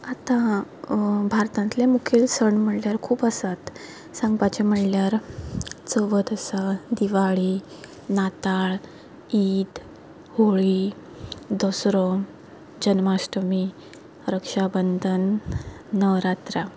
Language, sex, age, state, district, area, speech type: Goan Konkani, female, 18-30, Goa, Quepem, rural, spontaneous